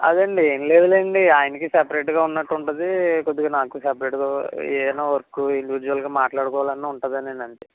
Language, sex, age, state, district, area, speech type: Telugu, male, 18-30, Andhra Pradesh, Konaseema, rural, conversation